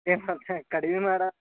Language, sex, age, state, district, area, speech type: Kannada, male, 18-30, Karnataka, Bagalkot, rural, conversation